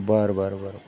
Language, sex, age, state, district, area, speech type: Marathi, male, 60+, Maharashtra, Satara, rural, spontaneous